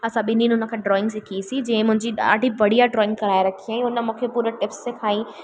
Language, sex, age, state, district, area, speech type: Sindhi, female, 18-30, Madhya Pradesh, Katni, urban, spontaneous